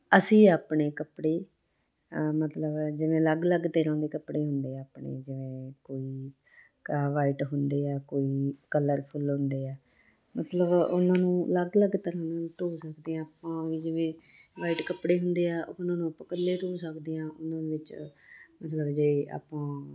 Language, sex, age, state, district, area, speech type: Punjabi, female, 30-45, Punjab, Muktsar, urban, spontaneous